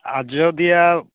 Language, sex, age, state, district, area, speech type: Santali, male, 18-30, West Bengal, Purulia, rural, conversation